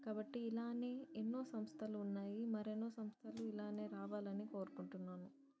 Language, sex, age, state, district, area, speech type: Telugu, female, 30-45, Andhra Pradesh, Nellore, urban, spontaneous